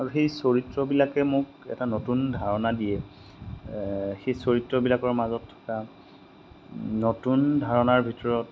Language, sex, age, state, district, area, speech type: Assamese, male, 30-45, Assam, Majuli, urban, spontaneous